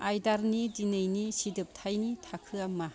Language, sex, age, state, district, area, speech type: Bodo, female, 45-60, Assam, Kokrajhar, urban, read